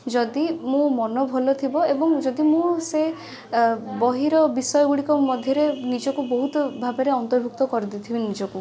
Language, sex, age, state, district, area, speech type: Odia, female, 18-30, Odisha, Cuttack, urban, spontaneous